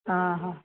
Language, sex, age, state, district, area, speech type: Odia, female, 60+, Odisha, Cuttack, urban, conversation